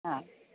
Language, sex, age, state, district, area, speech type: Malayalam, female, 60+, Kerala, Idukki, rural, conversation